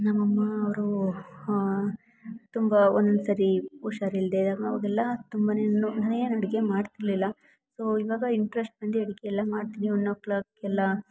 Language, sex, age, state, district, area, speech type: Kannada, female, 18-30, Karnataka, Mysore, urban, spontaneous